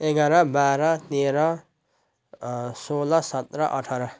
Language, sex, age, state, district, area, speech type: Nepali, male, 30-45, West Bengal, Jalpaiguri, urban, spontaneous